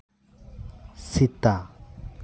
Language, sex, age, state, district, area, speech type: Santali, male, 30-45, West Bengal, Purba Bardhaman, rural, read